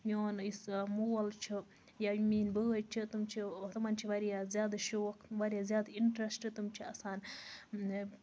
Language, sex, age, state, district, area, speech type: Kashmiri, female, 30-45, Jammu and Kashmir, Baramulla, rural, spontaneous